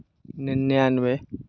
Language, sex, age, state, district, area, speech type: Hindi, male, 30-45, Madhya Pradesh, Hoshangabad, rural, spontaneous